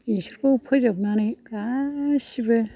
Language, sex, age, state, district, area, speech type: Bodo, female, 60+, Assam, Kokrajhar, rural, spontaneous